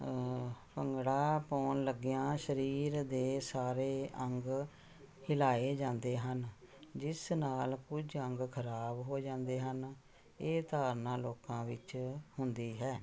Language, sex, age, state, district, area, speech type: Punjabi, female, 45-60, Punjab, Jalandhar, urban, spontaneous